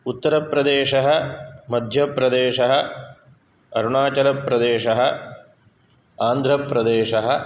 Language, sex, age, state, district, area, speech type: Sanskrit, male, 45-60, Karnataka, Udupi, urban, spontaneous